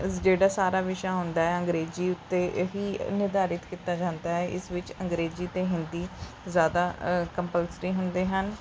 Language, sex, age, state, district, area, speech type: Punjabi, female, 18-30, Punjab, Rupnagar, urban, spontaneous